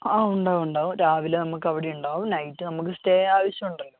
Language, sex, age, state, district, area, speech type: Malayalam, male, 18-30, Kerala, Wayanad, rural, conversation